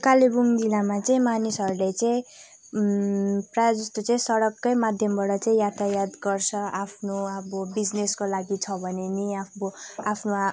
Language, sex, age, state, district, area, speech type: Nepali, female, 18-30, West Bengal, Kalimpong, rural, spontaneous